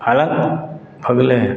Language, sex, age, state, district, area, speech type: Maithili, male, 60+, Bihar, Madhubani, rural, spontaneous